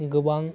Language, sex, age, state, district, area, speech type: Bodo, male, 18-30, Assam, Baksa, rural, spontaneous